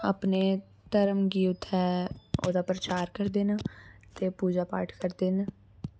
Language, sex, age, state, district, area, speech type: Dogri, female, 18-30, Jammu and Kashmir, Samba, urban, spontaneous